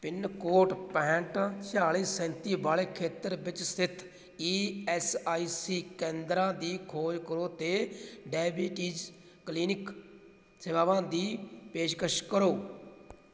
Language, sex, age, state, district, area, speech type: Punjabi, male, 30-45, Punjab, Fatehgarh Sahib, rural, read